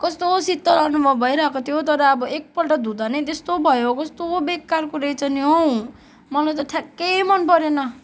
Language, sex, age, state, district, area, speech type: Nepali, female, 18-30, West Bengal, Kalimpong, rural, spontaneous